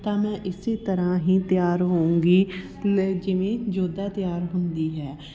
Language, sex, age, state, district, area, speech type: Punjabi, female, 30-45, Punjab, Patiala, urban, spontaneous